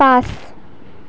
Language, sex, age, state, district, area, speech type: Assamese, female, 18-30, Assam, Nalbari, rural, read